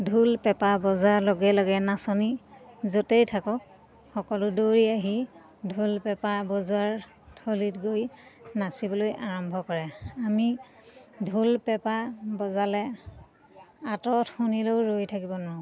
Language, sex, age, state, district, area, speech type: Assamese, female, 30-45, Assam, Lakhimpur, rural, spontaneous